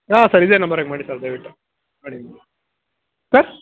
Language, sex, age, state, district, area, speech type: Kannada, male, 45-60, Karnataka, Kolar, rural, conversation